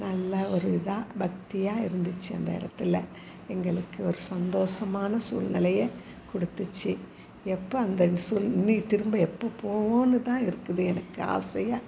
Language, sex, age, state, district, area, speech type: Tamil, female, 60+, Tamil Nadu, Salem, rural, spontaneous